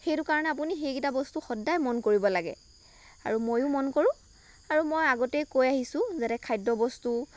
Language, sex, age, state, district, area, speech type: Assamese, female, 45-60, Assam, Lakhimpur, rural, spontaneous